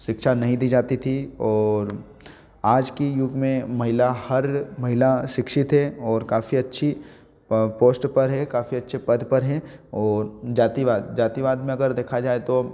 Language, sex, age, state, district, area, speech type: Hindi, male, 18-30, Madhya Pradesh, Ujjain, rural, spontaneous